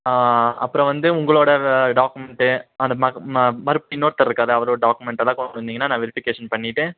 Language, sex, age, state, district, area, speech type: Tamil, male, 18-30, Tamil Nadu, Nilgiris, urban, conversation